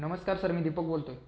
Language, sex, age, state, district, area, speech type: Marathi, male, 18-30, Maharashtra, Aurangabad, rural, spontaneous